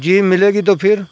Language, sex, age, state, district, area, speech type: Urdu, male, 30-45, Uttar Pradesh, Saharanpur, urban, spontaneous